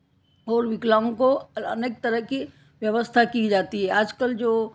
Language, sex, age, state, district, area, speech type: Hindi, female, 60+, Madhya Pradesh, Ujjain, urban, spontaneous